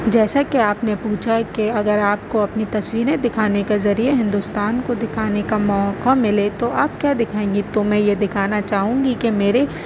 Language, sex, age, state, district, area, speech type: Urdu, female, 30-45, Uttar Pradesh, Aligarh, rural, spontaneous